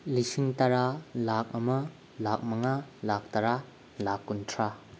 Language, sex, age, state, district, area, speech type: Manipuri, male, 18-30, Manipur, Bishnupur, rural, spontaneous